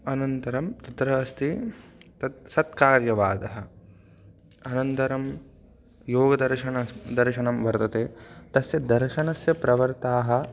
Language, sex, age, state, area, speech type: Sanskrit, male, 18-30, Madhya Pradesh, rural, spontaneous